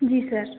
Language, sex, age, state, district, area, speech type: Hindi, female, 18-30, Madhya Pradesh, Betul, rural, conversation